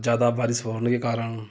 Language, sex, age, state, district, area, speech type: Hindi, male, 30-45, Uttar Pradesh, Prayagraj, rural, spontaneous